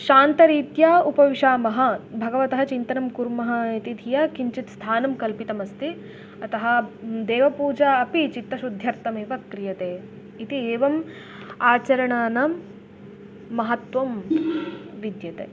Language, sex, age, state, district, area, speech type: Sanskrit, female, 18-30, Karnataka, Uttara Kannada, rural, spontaneous